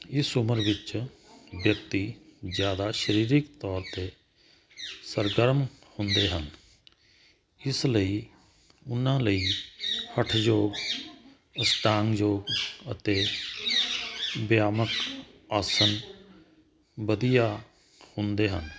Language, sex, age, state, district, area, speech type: Punjabi, male, 45-60, Punjab, Hoshiarpur, urban, spontaneous